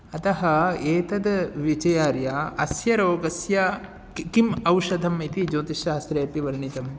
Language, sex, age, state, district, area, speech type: Sanskrit, male, 30-45, Kerala, Ernakulam, rural, spontaneous